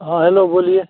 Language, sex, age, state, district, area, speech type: Hindi, male, 45-60, Bihar, Madhepura, rural, conversation